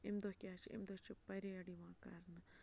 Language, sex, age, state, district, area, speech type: Kashmiri, female, 45-60, Jammu and Kashmir, Budgam, rural, spontaneous